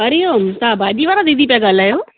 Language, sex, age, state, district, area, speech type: Sindhi, female, 45-60, Gujarat, Kutch, rural, conversation